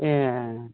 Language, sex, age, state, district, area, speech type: Bodo, female, 60+, Assam, Udalguri, rural, conversation